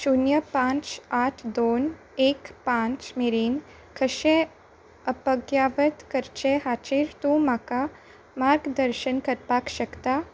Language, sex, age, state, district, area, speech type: Goan Konkani, female, 18-30, Goa, Salcete, rural, read